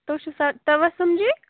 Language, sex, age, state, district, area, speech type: Kashmiri, female, 30-45, Jammu and Kashmir, Bandipora, rural, conversation